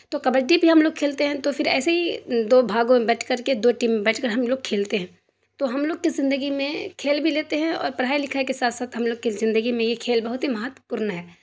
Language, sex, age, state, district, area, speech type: Urdu, female, 30-45, Bihar, Darbhanga, rural, spontaneous